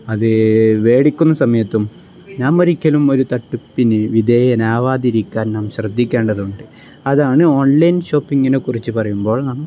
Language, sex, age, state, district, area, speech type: Malayalam, male, 18-30, Kerala, Kozhikode, rural, spontaneous